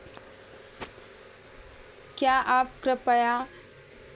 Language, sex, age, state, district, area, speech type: Hindi, female, 18-30, Madhya Pradesh, Seoni, urban, read